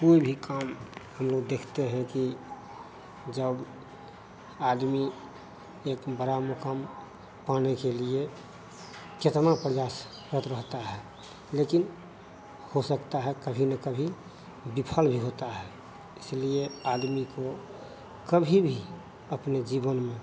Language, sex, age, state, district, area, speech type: Hindi, male, 30-45, Bihar, Madhepura, rural, spontaneous